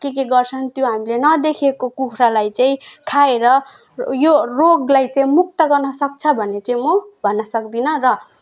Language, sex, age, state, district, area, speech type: Nepali, female, 18-30, West Bengal, Alipurduar, urban, spontaneous